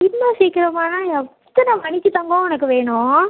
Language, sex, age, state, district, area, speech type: Tamil, female, 18-30, Tamil Nadu, Ariyalur, rural, conversation